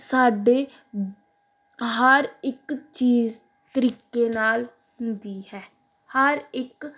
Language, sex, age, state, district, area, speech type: Punjabi, female, 18-30, Punjab, Gurdaspur, rural, spontaneous